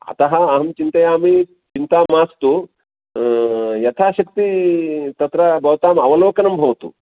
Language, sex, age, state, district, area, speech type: Sanskrit, male, 45-60, Karnataka, Uttara Kannada, urban, conversation